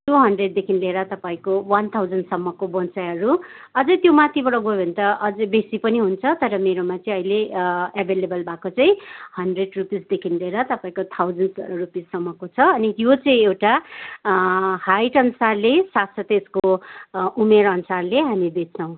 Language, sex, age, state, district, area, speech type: Nepali, female, 45-60, West Bengal, Kalimpong, rural, conversation